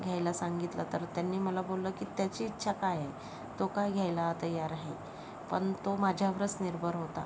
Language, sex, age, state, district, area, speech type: Marathi, female, 30-45, Maharashtra, Yavatmal, rural, spontaneous